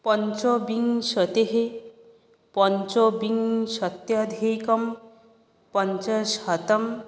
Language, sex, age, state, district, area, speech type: Sanskrit, female, 18-30, West Bengal, South 24 Parganas, rural, spontaneous